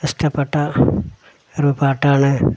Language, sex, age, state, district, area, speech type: Malayalam, male, 60+, Kerala, Malappuram, rural, spontaneous